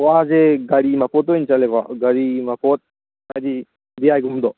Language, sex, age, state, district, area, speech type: Manipuri, male, 18-30, Manipur, Kangpokpi, urban, conversation